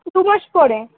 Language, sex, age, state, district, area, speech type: Bengali, female, 18-30, West Bengal, Dakshin Dinajpur, urban, conversation